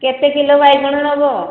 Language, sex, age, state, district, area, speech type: Odia, female, 45-60, Odisha, Angul, rural, conversation